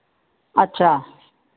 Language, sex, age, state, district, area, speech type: Hindi, female, 60+, Uttar Pradesh, Sitapur, rural, conversation